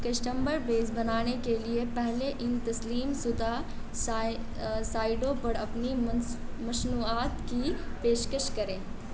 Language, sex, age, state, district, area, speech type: Urdu, female, 18-30, Bihar, Supaul, rural, read